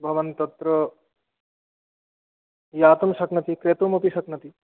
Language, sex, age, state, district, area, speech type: Sanskrit, male, 18-30, West Bengal, Murshidabad, rural, conversation